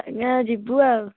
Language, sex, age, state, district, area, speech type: Odia, female, 30-45, Odisha, Bhadrak, rural, conversation